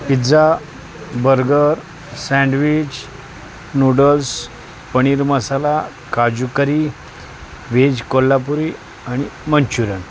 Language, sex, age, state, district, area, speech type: Marathi, male, 45-60, Maharashtra, Osmanabad, rural, spontaneous